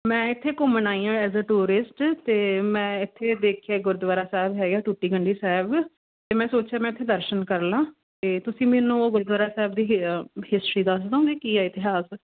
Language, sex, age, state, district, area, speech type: Punjabi, female, 18-30, Punjab, Muktsar, urban, conversation